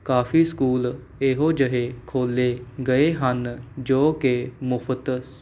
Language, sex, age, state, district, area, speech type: Punjabi, male, 18-30, Punjab, Mohali, urban, spontaneous